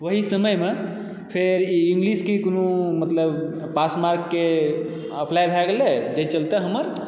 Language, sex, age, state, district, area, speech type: Maithili, male, 18-30, Bihar, Supaul, urban, spontaneous